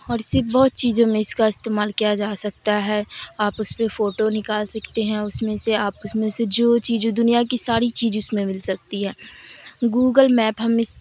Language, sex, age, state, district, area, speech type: Urdu, female, 30-45, Bihar, Supaul, rural, spontaneous